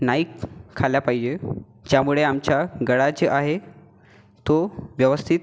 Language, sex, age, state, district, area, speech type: Marathi, female, 18-30, Maharashtra, Gondia, rural, spontaneous